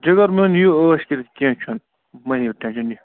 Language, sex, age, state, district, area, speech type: Kashmiri, male, 30-45, Jammu and Kashmir, Srinagar, urban, conversation